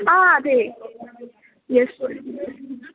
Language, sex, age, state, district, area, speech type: Sanskrit, female, 18-30, Kerala, Thrissur, urban, conversation